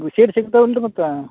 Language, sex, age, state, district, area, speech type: Kannada, male, 30-45, Karnataka, Dharwad, rural, conversation